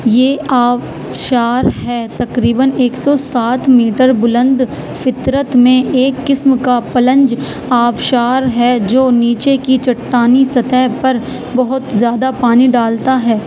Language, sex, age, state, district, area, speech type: Urdu, female, 18-30, Uttar Pradesh, Gautam Buddha Nagar, rural, read